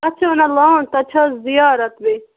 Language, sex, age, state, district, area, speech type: Kashmiri, female, 18-30, Jammu and Kashmir, Bandipora, rural, conversation